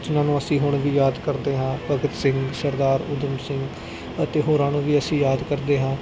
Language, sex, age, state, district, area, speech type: Punjabi, male, 18-30, Punjab, Gurdaspur, rural, spontaneous